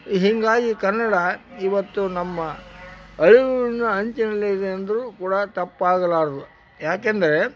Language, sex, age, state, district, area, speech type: Kannada, male, 60+, Karnataka, Koppal, rural, spontaneous